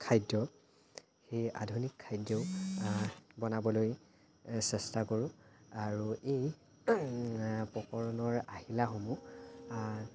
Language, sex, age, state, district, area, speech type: Assamese, male, 18-30, Assam, Charaideo, urban, spontaneous